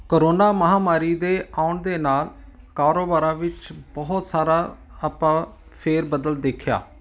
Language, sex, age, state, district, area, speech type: Punjabi, male, 45-60, Punjab, Ludhiana, urban, spontaneous